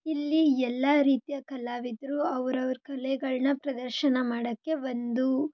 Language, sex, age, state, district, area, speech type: Kannada, female, 18-30, Karnataka, Shimoga, rural, spontaneous